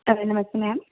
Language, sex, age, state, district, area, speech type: Punjabi, female, 18-30, Punjab, Kapurthala, rural, conversation